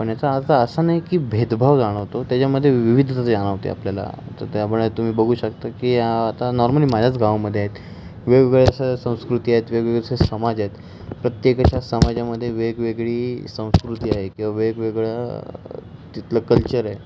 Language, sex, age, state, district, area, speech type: Marathi, male, 18-30, Maharashtra, Pune, urban, spontaneous